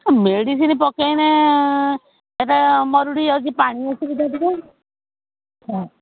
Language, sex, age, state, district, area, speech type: Odia, female, 45-60, Odisha, Kendujhar, urban, conversation